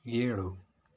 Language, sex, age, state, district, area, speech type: Kannada, male, 45-60, Karnataka, Shimoga, rural, read